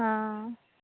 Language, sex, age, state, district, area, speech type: Maithili, female, 60+, Bihar, Madhepura, rural, conversation